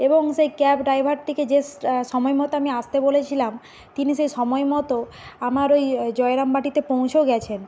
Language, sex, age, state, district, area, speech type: Bengali, female, 45-60, West Bengal, Bankura, urban, spontaneous